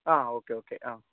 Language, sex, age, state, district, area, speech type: Malayalam, male, 18-30, Kerala, Kozhikode, urban, conversation